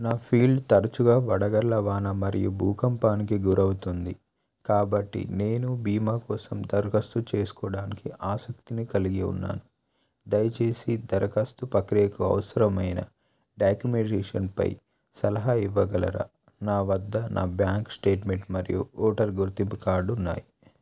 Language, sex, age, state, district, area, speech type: Telugu, male, 30-45, Telangana, Adilabad, rural, read